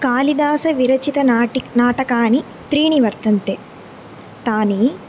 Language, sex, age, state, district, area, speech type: Sanskrit, female, 18-30, Tamil Nadu, Kanchipuram, urban, spontaneous